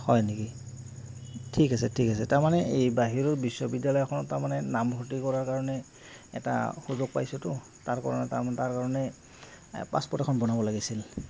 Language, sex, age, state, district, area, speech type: Assamese, male, 30-45, Assam, Goalpara, urban, spontaneous